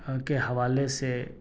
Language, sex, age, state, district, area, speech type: Urdu, male, 30-45, Delhi, South Delhi, urban, spontaneous